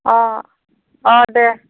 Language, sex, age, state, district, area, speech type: Bodo, female, 45-60, Assam, Baksa, rural, conversation